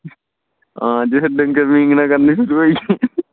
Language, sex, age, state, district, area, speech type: Dogri, male, 30-45, Jammu and Kashmir, Udhampur, urban, conversation